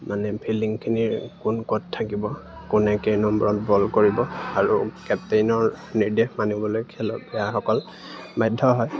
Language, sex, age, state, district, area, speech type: Assamese, male, 18-30, Assam, Lakhimpur, urban, spontaneous